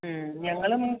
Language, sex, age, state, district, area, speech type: Malayalam, female, 30-45, Kerala, Idukki, rural, conversation